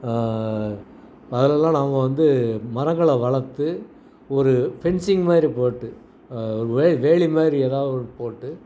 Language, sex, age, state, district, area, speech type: Tamil, male, 60+, Tamil Nadu, Salem, rural, spontaneous